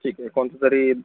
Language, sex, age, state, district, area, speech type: Marathi, male, 60+, Maharashtra, Akola, rural, conversation